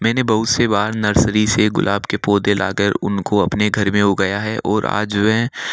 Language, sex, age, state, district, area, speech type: Hindi, male, 18-30, Rajasthan, Jaipur, urban, spontaneous